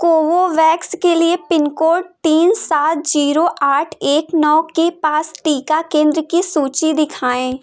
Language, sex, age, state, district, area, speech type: Hindi, female, 18-30, Uttar Pradesh, Jaunpur, urban, read